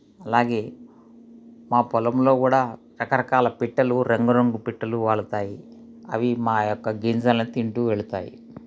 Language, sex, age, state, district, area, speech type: Telugu, male, 30-45, Andhra Pradesh, Krishna, urban, spontaneous